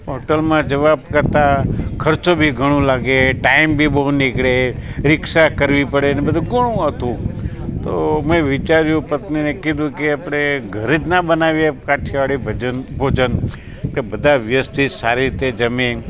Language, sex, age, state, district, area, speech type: Gujarati, male, 60+, Gujarat, Rajkot, rural, spontaneous